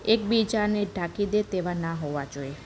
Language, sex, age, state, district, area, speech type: Gujarati, female, 30-45, Gujarat, Narmada, urban, spontaneous